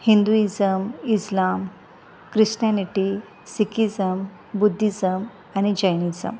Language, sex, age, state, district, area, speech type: Goan Konkani, female, 30-45, Goa, Salcete, rural, spontaneous